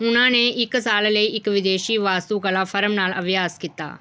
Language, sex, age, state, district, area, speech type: Punjabi, female, 45-60, Punjab, Pathankot, urban, read